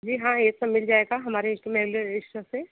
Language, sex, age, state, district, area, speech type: Hindi, other, 30-45, Uttar Pradesh, Sonbhadra, rural, conversation